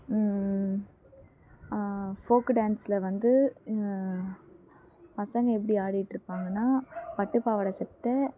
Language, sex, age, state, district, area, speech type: Tamil, female, 18-30, Tamil Nadu, Tiruvannamalai, rural, spontaneous